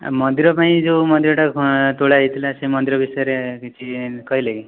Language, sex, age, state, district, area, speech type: Odia, male, 30-45, Odisha, Jajpur, rural, conversation